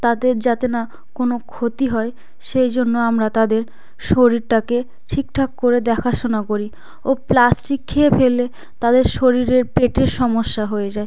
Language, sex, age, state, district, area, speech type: Bengali, female, 18-30, West Bengal, South 24 Parganas, rural, spontaneous